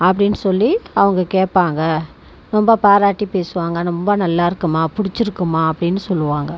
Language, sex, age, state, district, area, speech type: Tamil, female, 45-60, Tamil Nadu, Tiruchirappalli, rural, spontaneous